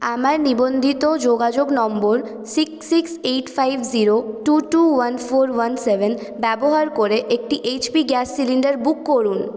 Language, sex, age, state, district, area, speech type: Bengali, female, 18-30, West Bengal, Purulia, urban, read